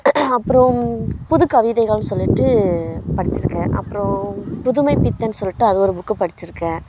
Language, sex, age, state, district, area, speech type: Tamil, female, 18-30, Tamil Nadu, Kallakurichi, urban, spontaneous